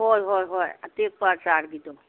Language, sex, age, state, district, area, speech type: Manipuri, female, 60+, Manipur, Kangpokpi, urban, conversation